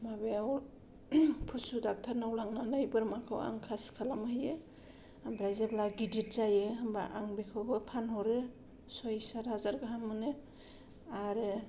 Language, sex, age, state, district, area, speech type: Bodo, female, 45-60, Assam, Kokrajhar, rural, spontaneous